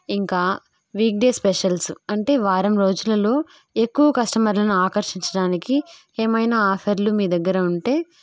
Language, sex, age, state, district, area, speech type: Telugu, female, 18-30, Andhra Pradesh, Kadapa, rural, spontaneous